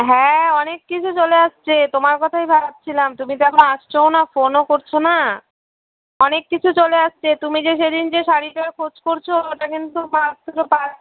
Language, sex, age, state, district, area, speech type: Bengali, female, 30-45, West Bengal, Alipurduar, rural, conversation